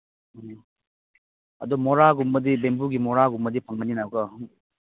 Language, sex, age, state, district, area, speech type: Manipuri, male, 30-45, Manipur, Churachandpur, rural, conversation